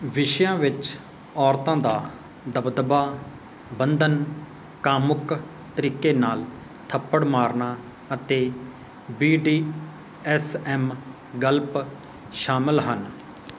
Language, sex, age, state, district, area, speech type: Punjabi, male, 30-45, Punjab, Faridkot, urban, read